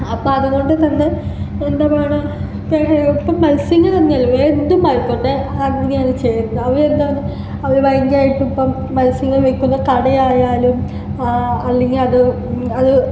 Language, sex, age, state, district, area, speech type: Malayalam, female, 18-30, Kerala, Ernakulam, rural, spontaneous